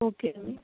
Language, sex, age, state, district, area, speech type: Telugu, female, 30-45, Andhra Pradesh, Krishna, urban, conversation